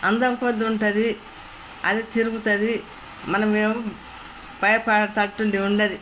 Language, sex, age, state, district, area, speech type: Telugu, female, 60+, Telangana, Peddapalli, rural, spontaneous